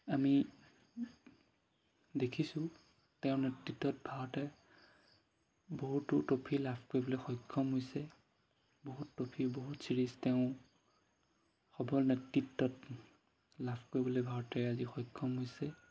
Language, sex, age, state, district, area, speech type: Assamese, male, 30-45, Assam, Jorhat, urban, spontaneous